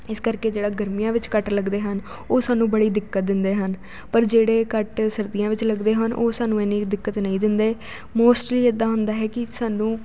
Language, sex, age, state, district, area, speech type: Punjabi, female, 18-30, Punjab, Jalandhar, urban, spontaneous